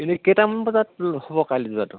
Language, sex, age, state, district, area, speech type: Assamese, male, 45-60, Assam, Sivasagar, rural, conversation